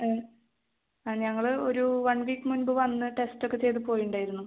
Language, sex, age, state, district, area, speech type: Malayalam, female, 18-30, Kerala, Thrissur, rural, conversation